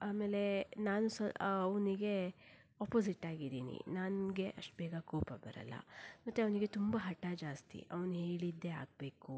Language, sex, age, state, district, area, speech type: Kannada, female, 30-45, Karnataka, Shimoga, rural, spontaneous